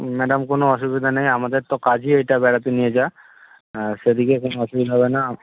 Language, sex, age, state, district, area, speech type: Bengali, male, 60+, West Bengal, Purba Medinipur, rural, conversation